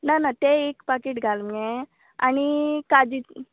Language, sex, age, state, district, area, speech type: Goan Konkani, female, 18-30, Goa, Ponda, rural, conversation